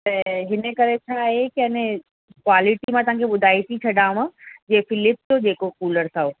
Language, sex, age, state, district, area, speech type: Sindhi, female, 30-45, Rajasthan, Ajmer, urban, conversation